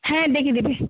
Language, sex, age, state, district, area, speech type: Bengali, female, 18-30, West Bengal, Malda, urban, conversation